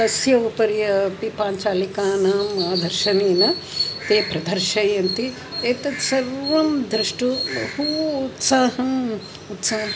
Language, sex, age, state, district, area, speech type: Sanskrit, female, 60+, Tamil Nadu, Chennai, urban, spontaneous